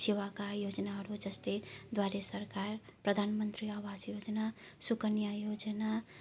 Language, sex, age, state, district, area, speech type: Nepali, female, 60+, West Bengal, Darjeeling, rural, spontaneous